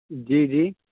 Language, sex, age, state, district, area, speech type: Urdu, male, 18-30, Uttar Pradesh, Saharanpur, urban, conversation